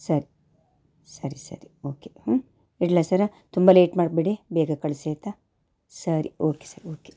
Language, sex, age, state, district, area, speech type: Kannada, female, 45-60, Karnataka, Shimoga, rural, spontaneous